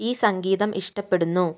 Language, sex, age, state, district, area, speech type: Malayalam, female, 30-45, Kerala, Kozhikode, urban, read